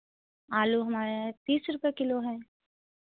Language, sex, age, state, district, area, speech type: Hindi, female, 30-45, Madhya Pradesh, Hoshangabad, urban, conversation